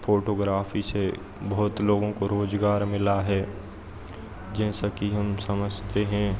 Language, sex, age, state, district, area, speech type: Hindi, male, 18-30, Madhya Pradesh, Hoshangabad, rural, spontaneous